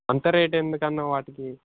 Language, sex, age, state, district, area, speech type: Telugu, male, 18-30, Telangana, Sangareddy, urban, conversation